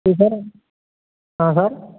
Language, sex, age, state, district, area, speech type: Hindi, male, 18-30, Rajasthan, Bharatpur, rural, conversation